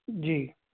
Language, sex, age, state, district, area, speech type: Hindi, male, 30-45, Uttar Pradesh, Sitapur, rural, conversation